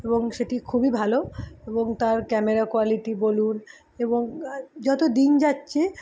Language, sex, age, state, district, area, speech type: Bengali, female, 30-45, West Bengal, Kolkata, urban, spontaneous